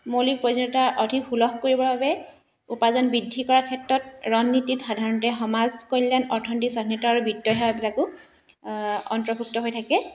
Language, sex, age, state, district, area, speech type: Assamese, female, 30-45, Assam, Dibrugarh, urban, spontaneous